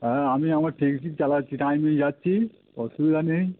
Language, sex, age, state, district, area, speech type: Bengali, male, 30-45, West Bengal, Howrah, urban, conversation